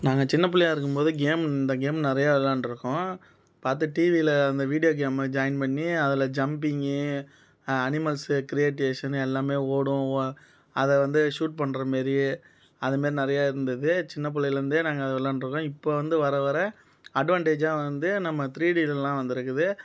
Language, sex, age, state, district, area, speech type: Tamil, male, 30-45, Tamil Nadu, Cuddalore, urban, spontaneous